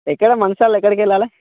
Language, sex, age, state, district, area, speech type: Telugu, male, 18-30, Telangana, Mancherial, rural, conversation